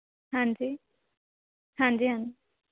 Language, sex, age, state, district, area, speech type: Punjabi, female, 18-30, Punjab, Mohali, urban, conversation